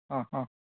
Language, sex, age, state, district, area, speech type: Malayalam, male, 18-30, Kerala, Wayanad, rural, conversation